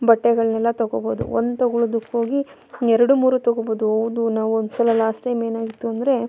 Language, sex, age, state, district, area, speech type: Kannada, female, 30-45, Karnataka, Mandya, rural, spontaneous